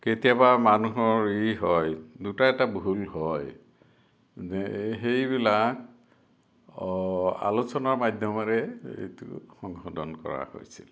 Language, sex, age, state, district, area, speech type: Assamese, male, 60+, Assam, Kamrup Metropolitan, urban, spontaneous